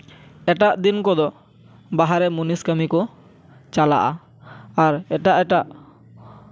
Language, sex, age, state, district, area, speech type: Santali, male, 18-30, West Bengal, Purba Bardhaman, rural, spontaneous